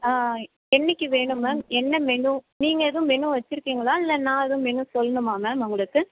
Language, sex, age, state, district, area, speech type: Tamil, female, 18-30, Tamil Nadu, Perambalur, rural, conversation